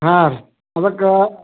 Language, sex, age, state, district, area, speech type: Kannada, male, 45-60, Karnataka, Belgaum, rural, conversation